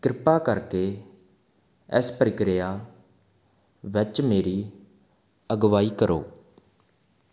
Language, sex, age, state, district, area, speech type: Punjabi, male, 18-30, Punjab, Faridkot, urban, read